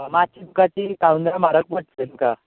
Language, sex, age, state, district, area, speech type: Goan Konkani, male, 18-30, Goa, Tiswadi, rural, conversation